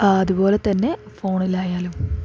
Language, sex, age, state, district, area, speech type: Malayalam, female, 30-45, Kerala, Palakkad, rural, spontaneous